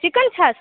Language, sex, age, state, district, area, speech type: Gujarati, female, 30-45, Gujarat, Rajkot, rural, conversation